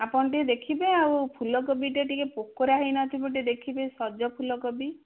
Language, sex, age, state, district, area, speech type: Odia, female, 18-30, Odisha, Bhadrak, rural, conversation